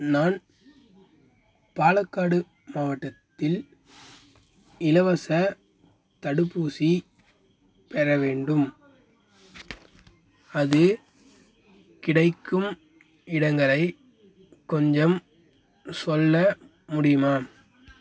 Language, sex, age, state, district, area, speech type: Tamil, male, 18-30, Tamil Nadu, Nagapattinam, rural, read